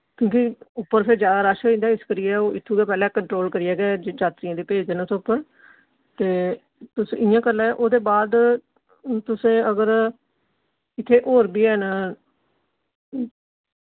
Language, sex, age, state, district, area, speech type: Dogri, female, 60+, Jammu and Kashmir, Jammu, urban, conversation